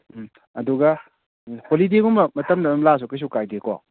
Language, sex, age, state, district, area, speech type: Manipuri, male, 30-45, Manipur, Kakching, rural, conversation